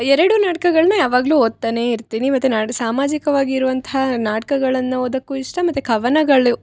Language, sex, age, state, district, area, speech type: Kannada, female, 18-30, Karnataka, Chikkamagaluru, rural, spontaneous